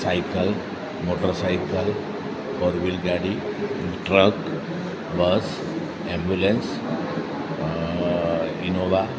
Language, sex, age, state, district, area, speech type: Gujarati, male, 45-60, Gujarat, Valsad, rural, spontaneous